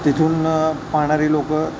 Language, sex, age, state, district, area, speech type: Marathi, male, 30-45, Maharashtra, Satara, urban, spontaneous